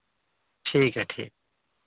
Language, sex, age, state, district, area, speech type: Hindi, male, 18-30, Uttar Pradesh, Varanasi, rural, conversation